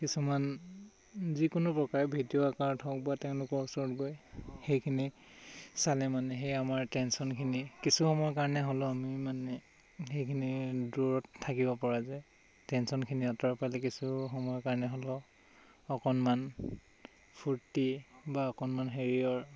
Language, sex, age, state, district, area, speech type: Assamese, male, 18-30, Assam, Tinsukia, urban, spontaneous